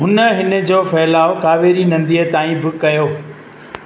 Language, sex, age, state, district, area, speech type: Sindhi, male, 30-45, Gujarat, Junagadh, rural, read